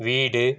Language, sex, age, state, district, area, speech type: Tamil, male, 45-60, Tamil Nadu, Viluppuram, rural, read